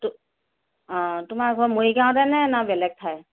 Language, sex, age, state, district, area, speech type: Assamese, female, 60+, Assam, Morigaon, rural, conversation